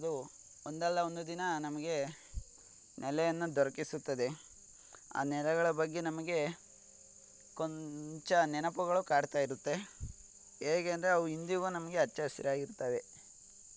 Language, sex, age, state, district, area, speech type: Kannada, male, 45-60, Karnataka, Tumkur, rural, spontaneous